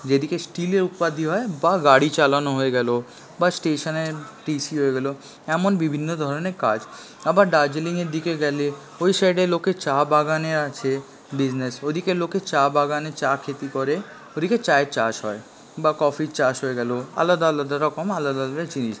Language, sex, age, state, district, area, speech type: Bengali, male, 18-30, West Bengal, Paschim Bardhaman, urban, spontaneous